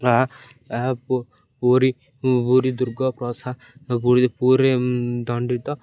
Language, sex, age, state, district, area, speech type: Odia, male, 18-30, Odisha, Ganjam, urban, spontaneous